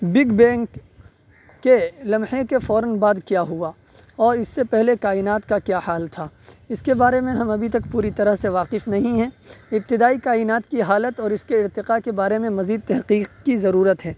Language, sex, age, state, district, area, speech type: Urdu, male, 18-30, Uttar Pradesh, Saharanpur, urban, spontaneous